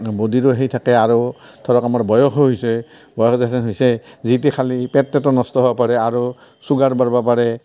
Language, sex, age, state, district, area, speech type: Assamese, male, 60+, Assam, Barpeta, rural, spontaneous